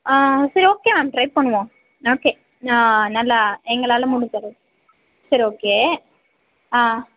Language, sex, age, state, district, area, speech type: Tamil, female, 30-45, Tamil Nadu, Madurai, urban, conversation